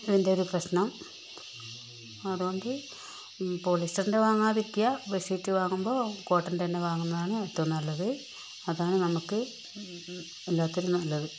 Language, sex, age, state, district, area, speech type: Malayalam, female, 45-60, Kerala, Wayanad, rural, spontaneous